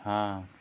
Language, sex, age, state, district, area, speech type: Hindi, male, 30-45, Uttar Pradesh, Ghazipur, urban, read